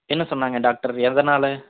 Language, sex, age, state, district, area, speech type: Tamil, male, 30-45, Tamil Nadu, Erode, rural, conversation